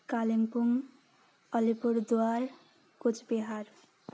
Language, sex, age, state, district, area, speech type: Nepali, female, 30-45, West Bengal, Darjeeling, rural, spontaneous